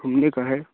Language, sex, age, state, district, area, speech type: Hindi, male, 18-30, Uttar Pradesh, Jaunpur, urban, conversation